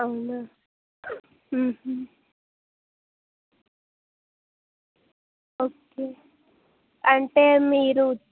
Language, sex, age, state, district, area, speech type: Telugu, female, 18-30, Telangana, Jayashankar, urban, conversation